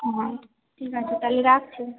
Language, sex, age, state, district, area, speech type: Bengali, female, 18-30, West Bengal, Uttar Dinajpur, rural, conversation